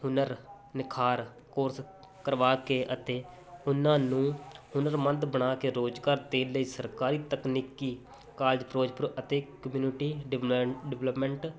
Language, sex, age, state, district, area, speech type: Punjabi, male, 30-45, Punjab, Muktsar, rural, spontaneous